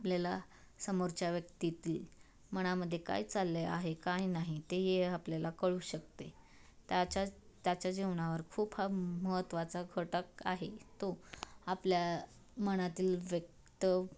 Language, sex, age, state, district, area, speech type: Marathi, female, 18-30, Maharashtra, Osmanabad, rural, spontaneous